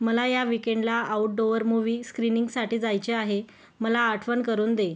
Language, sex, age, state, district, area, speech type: Marathi, female, 18-30, Maharashtra, Yavatmal, rural, read